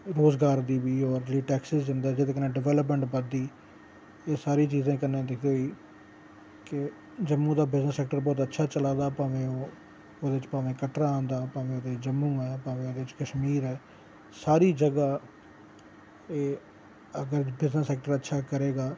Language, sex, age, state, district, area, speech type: Dogri, male, 45-60, Jammu and Kashmir, Reasi, urban, spontaneous